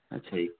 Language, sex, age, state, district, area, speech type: Punjabi, male, 30-45, Punjab, Hoshiarpur, rural, conversation